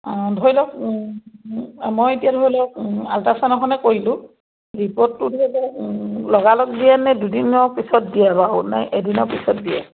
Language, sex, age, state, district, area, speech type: Assamese, female, 60+, Assam, Dibrugarh, rural, conversation